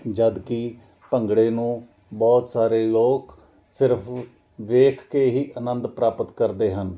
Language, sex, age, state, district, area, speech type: Punjabi, male, 45-60, Punjab, Jalandhar, urban, spontaneous